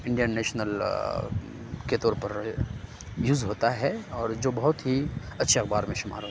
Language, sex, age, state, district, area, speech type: Urdu, male, 30-45, Uttar Pradesh, Aligarh, rural, spontaneous